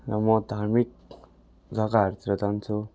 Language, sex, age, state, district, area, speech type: Nepali, male, 18-30, West Bengal, Darjeeling, rural, spontaneous